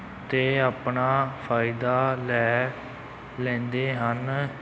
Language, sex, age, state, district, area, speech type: Punjabi, male, 18-30, Punjab, Amritsar, rural, spontaneous